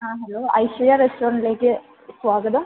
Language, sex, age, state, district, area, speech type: Malayalam, female, 18-30, Kerala, Wayanad, rural, conversation